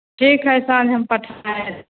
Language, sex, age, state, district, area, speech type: Maithili, female, 18-30, Bihar, Begusarai, urban, conversation